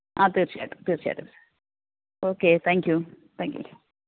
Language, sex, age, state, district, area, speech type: Malayalam, female, 45-60, Kerala, Pathanamthitta, rural, conversation